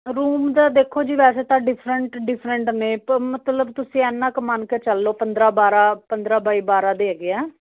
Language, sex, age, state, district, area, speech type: Punjabi, female, 30-45, Punjab, Fazilka, urban, conversation